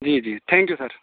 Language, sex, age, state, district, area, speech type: Urdu, male, 18-30, Uttar Pradesh, Aligarh, urban, conversation